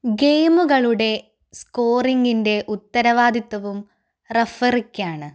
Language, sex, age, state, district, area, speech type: Malayalam, female, 18-30, Kerala, Malappuram, rural, read